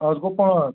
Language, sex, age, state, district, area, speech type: Kashmiri, male, 30-45, Jammu and Kashmir, Srinagar, rural, conversation